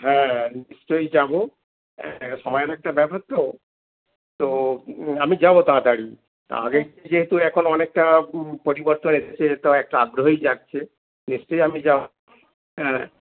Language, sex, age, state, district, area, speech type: Bengali, male, 60+, West Bengal, Darjeeling, rural, conversation